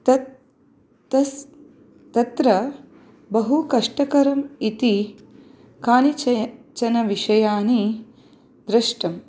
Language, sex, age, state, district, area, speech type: Sanskrit, female, 30-45, Karnataka, Udupi, urban, spontaneous